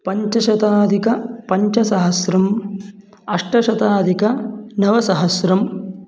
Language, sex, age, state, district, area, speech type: Sanskrit, male, 18-30, Karnataka, Mandya, rural, spontaneous